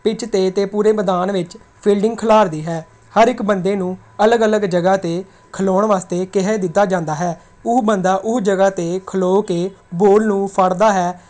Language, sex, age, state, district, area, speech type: Punjabi, female, 18-30, Punjab, Tarn Taran, urban, spontaneous